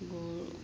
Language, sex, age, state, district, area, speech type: Assamese, female, 45-60, Assam, Sivasagar, rural, spontaneous